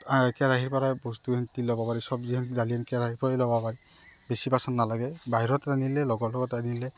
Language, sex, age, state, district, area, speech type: Assamese, male, 30-45, Assam, Morigaon, rural, spontaneous